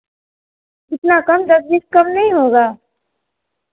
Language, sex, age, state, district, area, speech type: Hindi, female, 18-30, Bihar, Vaishali, rural, conversation